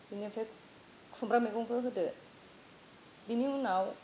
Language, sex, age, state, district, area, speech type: Bodo, female, 60+, Assam, Kokrajhar, rural, spontaneous